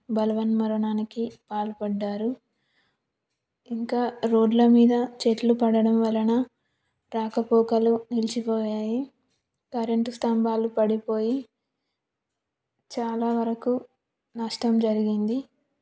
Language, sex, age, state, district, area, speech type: Telugu, female, 18-30, Telangana, Karimnagar, rural, spontaneous